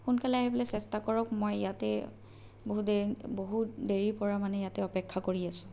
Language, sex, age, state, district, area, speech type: Assamese, female, 30-45, Assam, Sonitpur, rural, spontaneous